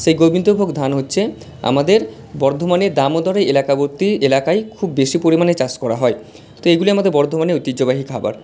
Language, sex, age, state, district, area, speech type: Bengali, male, 45-60, West Bengal, Purba Bardhaman, urban, spontaneous